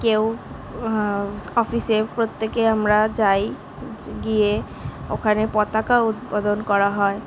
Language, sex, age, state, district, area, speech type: Bengali, female, 18-30, West Bengal, Kolkata, urban, spontaneous